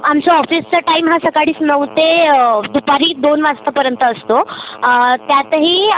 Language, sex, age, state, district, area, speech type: Marathi, female, 30-45, Maharashtra, Nagpur, rural, conversation